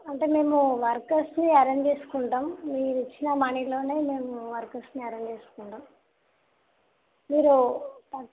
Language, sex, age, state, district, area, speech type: Telugu, female, 30-45, Telangana, Karimnagar, rural, conversation